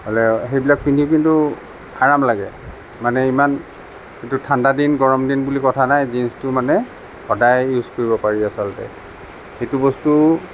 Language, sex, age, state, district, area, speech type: Assamese, male, 45-60, Assam, Sonitpur, rural, spontaneous